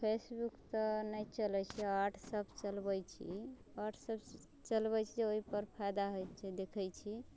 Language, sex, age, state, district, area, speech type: Maithili, female, 18-30, Bihar, Muzaffarpur, rural, spontaneous